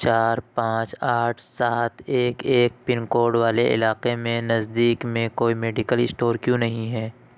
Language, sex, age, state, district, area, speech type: Urdu, male, 30-45, Uttar Pradesh, Lucknow, urban, read